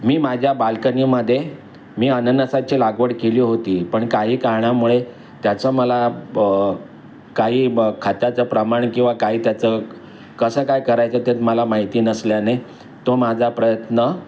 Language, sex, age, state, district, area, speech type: Marathi, male, 60+, Maharashtra, Mumbai Suburban, urban, spontaneous